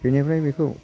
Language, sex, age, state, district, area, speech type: Bodo, male, 60+, Assam, Chirang, rural, spontaneous